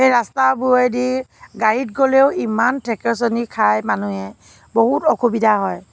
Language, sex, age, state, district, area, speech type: Assamese, female, 45-60, Assam, Nagaon, rural, spontaneous